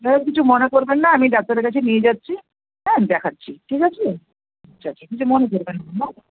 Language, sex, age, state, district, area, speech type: Bengali, female, 60+, West Bengal, South 24 Parganas, rural, conversation